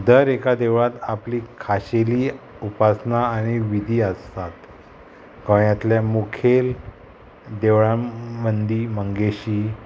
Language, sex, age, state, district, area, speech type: Goan Konkani, male, 30-45, Goa, Murmgao, rural, spontaneous